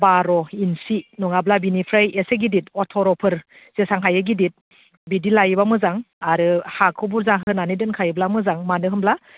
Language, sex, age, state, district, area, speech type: Bodo, female, 30-45, Assam, Udalguri, urban, conversation